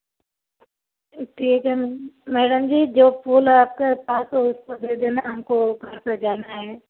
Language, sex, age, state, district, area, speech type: Hindi, female, 45-60, Uttar Pradesh, Varanasi, rural, conversation